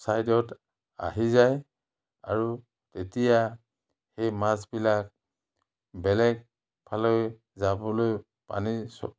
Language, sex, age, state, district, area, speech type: Assamese, male, 60+, Assam, Biswanath, rural, spontaneous